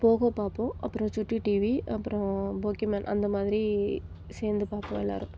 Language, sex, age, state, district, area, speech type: Tamil, female, 30-45, Tamil Nadu, Nagapattinam, rural, spontaneous